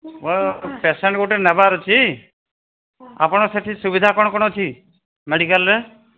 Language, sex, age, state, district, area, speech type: Odia, male, 45-60, Odisha, Sambalpur, rural, conversation